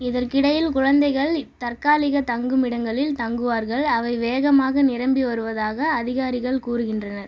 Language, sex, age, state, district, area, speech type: Tamil, female, 18-30, Tamil Nadu, Tiruchirappalli, urban, read